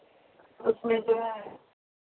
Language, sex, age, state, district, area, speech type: Hindi, female, 30-45, Bihar, Madhepura, rural, conversation